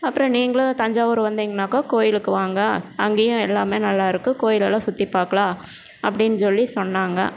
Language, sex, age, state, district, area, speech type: Tamil, female, 45-60, Tamil Nadu, Erode, rural, spontaneous